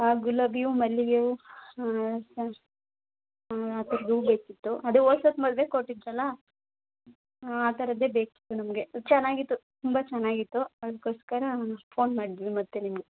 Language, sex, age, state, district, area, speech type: Kannada, female, 18-30, Karnataka, Chamarajanagar, rural, conversation